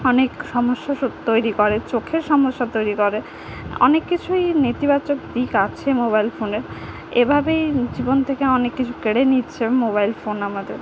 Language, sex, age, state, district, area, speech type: Bengali, female, 30-45, West Bengal, Purba Medinipur, rural, spontaneous